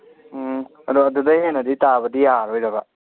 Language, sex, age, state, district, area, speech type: Manipuri, male, 30-45, Manipur, Kangpokpi, urban, conversation